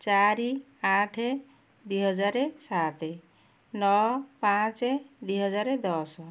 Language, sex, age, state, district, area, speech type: Odia, female, 45-60, Odisha, Kendujhar, urban, spontaneous